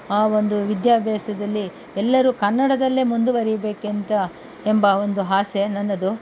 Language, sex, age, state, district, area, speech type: Kannada, female, 45-60, Karnataka, Kolar, rural, spontaneous